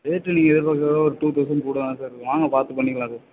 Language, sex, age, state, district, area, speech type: Tamil, male, 18-30, Tamil Nadu, Nagapattinam, rural, conversation